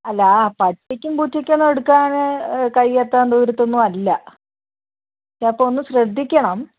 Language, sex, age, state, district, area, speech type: Malayalam, female, 30-45, Kerala, Palakkad, rural, conversation